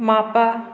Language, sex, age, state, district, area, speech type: Goan Konkani, female, 18-30, Goa, Murmgao, rural, spontaneous